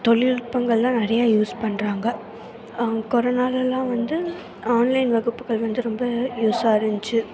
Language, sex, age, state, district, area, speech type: Tamil, female, 18-30, Tamil Nadu, Tirunelveli, rural, spontaneous